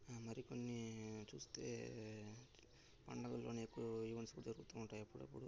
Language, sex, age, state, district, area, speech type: Telugu, male, 18-30, Andhra Pradesh, Sri Balaji, rural, spontaneous